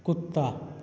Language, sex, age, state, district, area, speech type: Hindi, male, 45-60, Uttar Pradesh, Azamgarh, rural, read